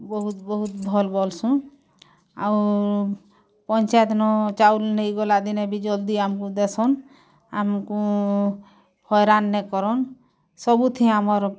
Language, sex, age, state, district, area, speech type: Odia, female, 45-60, Odisha, Bargarh, urban, spontaneous